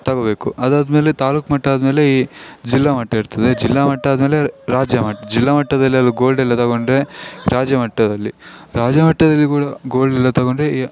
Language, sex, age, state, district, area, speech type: Kannada, male, 18-30, Karnataka, Dakshina Kannada, rural, spontaneous